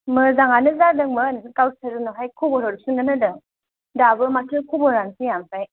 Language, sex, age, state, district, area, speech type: Bodo, female, 18-30, Assam, Kokrajhar, rural, conversation